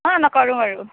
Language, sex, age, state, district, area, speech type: Assamese, female, 30-45, Assam, Golaghat, urban, conversation